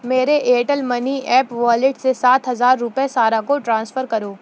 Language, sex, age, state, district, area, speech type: Urdu, female, 18-30, Uttar Pradesh, Shahjahanpur, rural, read